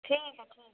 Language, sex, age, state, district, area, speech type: Hindi, female, 18-30, Bihar, Samastipur, urban, conversation